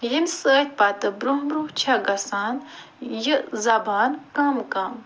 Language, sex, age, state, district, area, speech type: Kashmiri, female, 45-60, Jammu and Kashmir, Ganderbal, urban, spontaneous